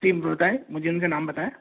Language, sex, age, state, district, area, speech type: Hindi, male, 30-45, Rajasthan, Jaipur, urban, conversation